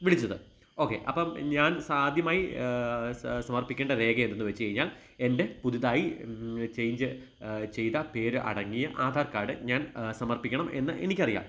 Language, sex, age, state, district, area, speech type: Malayalam, male, 18-30, Kerala, Kottayam, rural, spontaneous